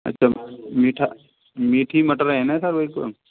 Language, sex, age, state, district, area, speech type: Hindi, male, 18-30, Rajasthan, Karauli, rural, conversation